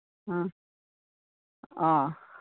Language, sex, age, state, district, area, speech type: Manipuri, female, 60+, Manipur, Imphal East, rural, conversation